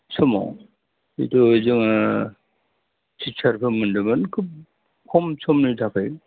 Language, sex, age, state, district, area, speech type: Bodo, male, 60+, Assam, Udalguri, urban, conversation